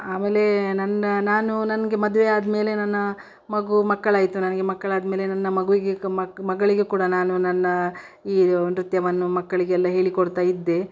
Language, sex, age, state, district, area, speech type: Kannada, female, 60+, Karnataka, Udupi, rural, spontaneous